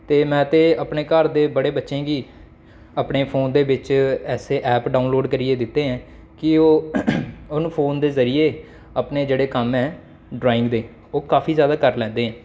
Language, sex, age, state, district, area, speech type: Dogri, male, 18-30, Jammu and Kashmir, Samba, rural, spontaneous